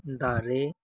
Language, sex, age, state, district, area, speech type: Santali, male, 18-30, West Bengal, Birbhum, rural, read